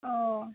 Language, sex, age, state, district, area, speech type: Bodo, female, 18-30, Assam, Chirang, rural, conversation